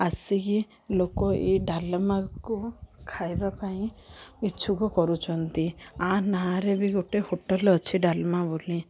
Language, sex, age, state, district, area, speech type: Odia, female, 30-45, Odisha, Ganjam, urban, spontaneous